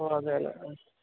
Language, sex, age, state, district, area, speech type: Malayalam, male, 30-45, Kerala, Alappuzha, rural, conversation